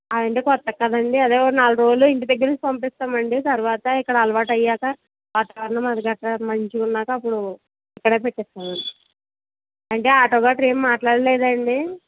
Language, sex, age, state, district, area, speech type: Telugu, female, 30-45, Andhra Pradesh, East Godavari, rural, conversation